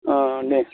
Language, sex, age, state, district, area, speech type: Bodo, male, 60+, Assam, Udalguri, rural, conversation